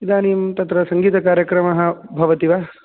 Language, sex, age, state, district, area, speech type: Sanskrit, male, 18-30, Karnataka, Udupi, urban, conversation